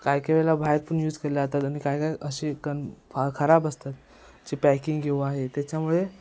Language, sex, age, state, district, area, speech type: Marathi, male, 18-30, Maharashtra, Ratnagiri, rural, spontaneous